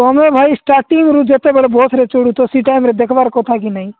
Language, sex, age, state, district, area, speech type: Odia, male, 45-60, Odisha, Nabarangpur, rural, conversation